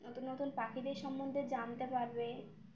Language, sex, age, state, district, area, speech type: Bengali, female, 18-30, West Bengal, Birbhum, urban, spontaneous